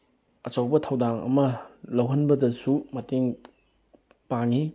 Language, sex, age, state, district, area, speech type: Manipuri, male, 18-30, Manipur, Bishnupur, rural, spontaneous